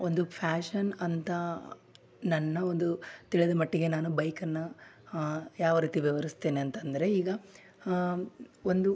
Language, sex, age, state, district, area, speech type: Kannada, male, 18-30, Karnataka, Koppal, urban, spontaneous